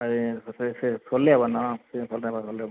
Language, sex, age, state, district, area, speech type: Tamil, male, 18-30, Tamil Nadu, Ariyalur, rural, conversation